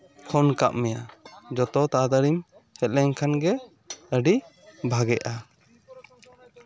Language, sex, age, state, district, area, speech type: Santali, male, 18-30, West Bengal, Bankura, rural, spontaneous